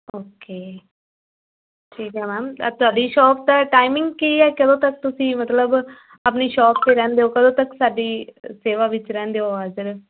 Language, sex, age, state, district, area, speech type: Punjabi, female, 18-30, Punjab, Fazilka, rural, conversation